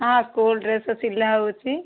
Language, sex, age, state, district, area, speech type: Odia, female, 45-60, Odisha, Gajapati, rural, conversation